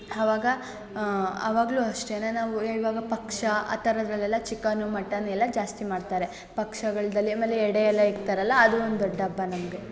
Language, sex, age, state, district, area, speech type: Kannada, female, 18-30, Karnataka, Mysore, urban, spontaneous